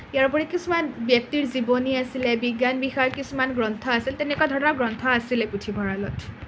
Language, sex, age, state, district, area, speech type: Assamese, other, 18-30, Assam, Nalbari, rural, spontaneous